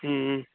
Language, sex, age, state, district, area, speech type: Tamil, male, 18-30, Tamil Nadu, Kallakurichi, urban, conversation